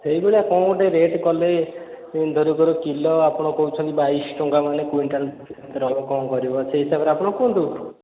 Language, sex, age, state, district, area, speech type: Odia, male, 18-30, Odisha, Puri, urban, conversation